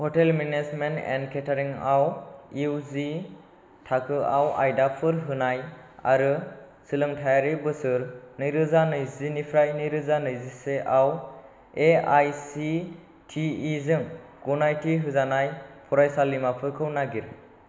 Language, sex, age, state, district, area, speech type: Bodo, male, 18-30, Assam, Chirang, urban, read